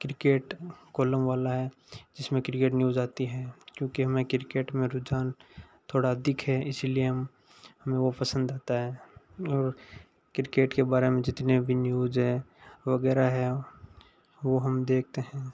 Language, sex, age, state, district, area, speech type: Hindi, male, 18-30, Rajasthan, Nagaur, rural, spontaneous